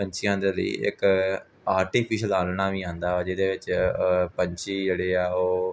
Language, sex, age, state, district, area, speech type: Punjabi, male, 18-30, Punjab, Gurdaspur, urban, spontaneous